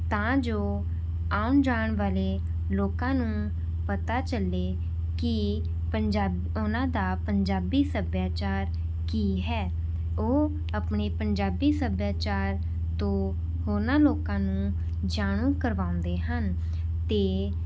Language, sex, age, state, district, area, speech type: Punjabi, female, 18-30, Punjab, Rupnagar, urban, spontaneous